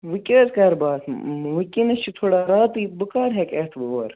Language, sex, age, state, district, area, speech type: Kashmiri, male, 18-30, Jammu and Kashmir, Baramulla, rural, conversation